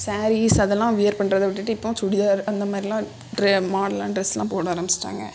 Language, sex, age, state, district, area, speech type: Tamil, female, 18-30, Tamil Nadu, Tirunelveli, rural, spontaneous